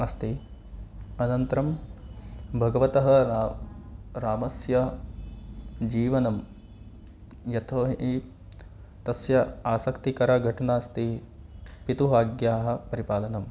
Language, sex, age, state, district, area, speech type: Sanskrit, male, 18-30, Madhya Pradesh, Ujjain, urban, spontaneous